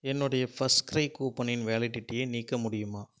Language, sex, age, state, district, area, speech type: Tamil, male, 30-45, Tamil Nadu, Erode, rural, read